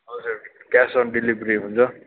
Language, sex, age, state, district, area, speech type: Nepali, male, 30-45, West Bengal, Kalimpong, rural, conversation